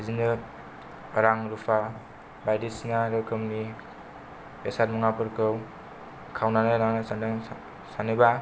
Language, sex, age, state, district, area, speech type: Bodo, male, 18-30, Assam, Kokrajhar, rural, spontaneous